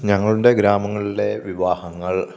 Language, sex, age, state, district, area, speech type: Malayalam, male, 45-60, Kerala, Pathanamthitta, rural, spontaneous